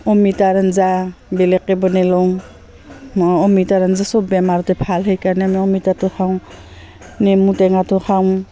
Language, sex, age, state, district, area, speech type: Assamese, female, 45-60, Assam, Barpeta, rural, spontaneous